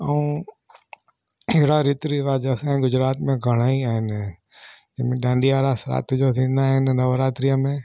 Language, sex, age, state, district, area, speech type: Sindhi, male, 45-60, Gujarat, Junagadh, urban, spontaneous